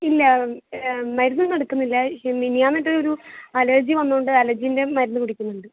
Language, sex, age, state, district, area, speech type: Malayalam, female, 18-30, Kerala, Thrissur, urban, conversation